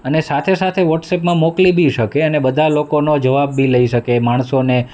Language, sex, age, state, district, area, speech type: Gujarati, male, 30-45, Gujarat, Rajkot, urban, spontaneous